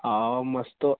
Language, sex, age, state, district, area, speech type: Kannada, male, 18-30, Karnataka, Mandya, rural, conversation